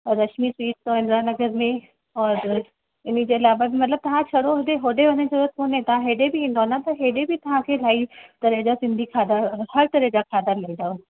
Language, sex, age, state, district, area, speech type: Sindhi, female, 45-60, Uttar Pradesh, Lucknow, urban, conversation